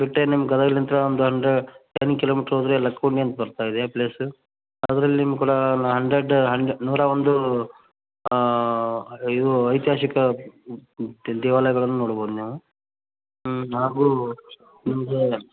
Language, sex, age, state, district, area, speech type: Kannada, male, 30-45, Karnataka, Gadag, rural, conversation